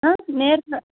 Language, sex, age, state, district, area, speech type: Tamil, female, 18-30, Tamil Nadu, Nilgiris, urban, conversation